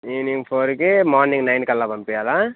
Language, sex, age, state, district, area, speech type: Telugu, male, 18-30, Andhra Pradesh, Visakhapatnam, rural, conversation